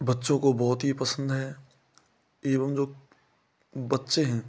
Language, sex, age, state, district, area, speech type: Hindi, male, 30-45, Rajasthan, Bharatpur, rural, spontaneous